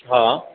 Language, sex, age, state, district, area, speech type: Sindhi, male, 30-45, Madhya Pradesh, Katni, urban, conversation